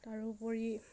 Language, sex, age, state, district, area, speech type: Assamese, female, 18-30, Assam, Sivasagar, rural, spontaneous